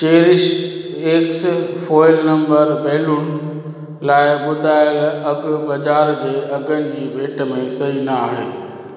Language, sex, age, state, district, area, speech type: Sindhi, male, 45-60, Gujarat, Junagadh, urban, read